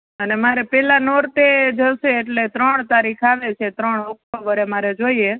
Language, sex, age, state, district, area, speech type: Gujarati, female, 30-45, Gujarat, Rajkot, urban, conversation